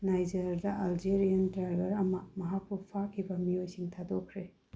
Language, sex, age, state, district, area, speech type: Manipuri, female, 30-45, Manipur, Bishnupur, rural, read